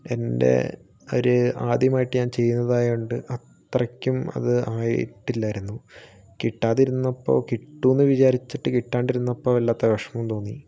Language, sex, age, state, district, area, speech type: Malayalam, male, 18-30, Kerala, Wayanad, rural, spontaneous